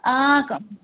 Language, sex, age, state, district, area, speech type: Nepali, female, 30-45, West Bengal, Darjeeling, rural, conversation